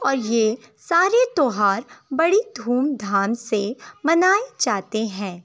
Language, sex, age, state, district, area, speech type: Urdu, female, 18-30, Uttar Pradesh, Shahjahanpur, rural, spontaneous